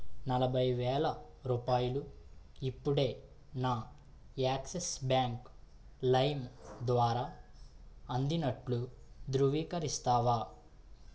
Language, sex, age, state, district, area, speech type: Telugu, male, 18-30, Andhra Pradesh, East Godavari, urban, read